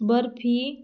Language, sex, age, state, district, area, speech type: Marathi, female, 30-45, Maharashtra, Thane, urban, spontaneous